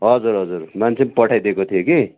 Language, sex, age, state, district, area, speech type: Nepali, male, 45-60, West Bengal, Darjeeling, rural, conversation